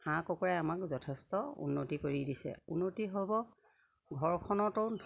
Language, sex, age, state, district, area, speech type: Assamese, female, 60+, Assam, Sivasagar, rural, spontaneous